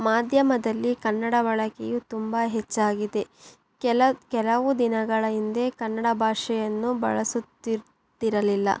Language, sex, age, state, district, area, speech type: Kannada, female, 18-30, Karnataka, Tumkur, urban, spontaneous